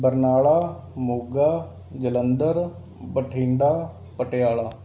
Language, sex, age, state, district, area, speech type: Punjabi, male, 30-45, Punjab, Mohali, urban, spontaneous